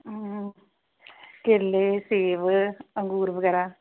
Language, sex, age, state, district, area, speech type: Punjabi, female, 30-45, Punjab, Pathankot, rural, conversation